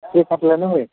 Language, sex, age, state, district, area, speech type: Odia, female, 45-60, Odisha, Nuapada, urban, conversation